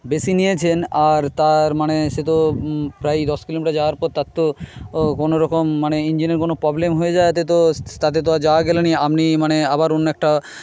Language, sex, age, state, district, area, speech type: Bengali, male, 30-45, West Bengal, Jhargram, rural, spontaneous